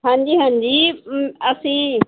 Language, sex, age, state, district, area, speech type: Punjabi, female, 30-45, Punjab, Moga, rural, conversation